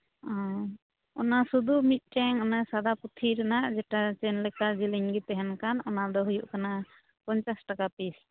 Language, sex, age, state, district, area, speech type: Santali, female, 18-30, West Bengal, Uttar Dinajpur, rural, conversation